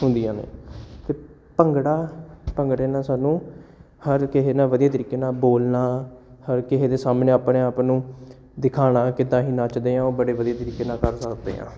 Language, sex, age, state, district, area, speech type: Punjabi, male, 18-30, Punjab, Jalandhar, urban, spontaneous